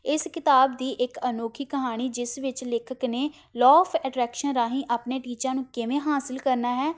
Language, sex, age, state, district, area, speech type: Punjabi, female, 18-30, Punjab, Tarn Taran, rural, spontaneous